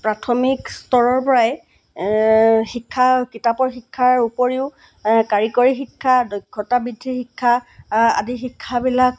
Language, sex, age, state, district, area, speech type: Assamese, female, 45-60, Assam, Golaghat, urban, spontaneous